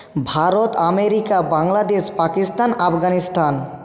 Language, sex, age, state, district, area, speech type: Bengali, male, 30-45, West Bengal, Jhargram, rural, spontaneous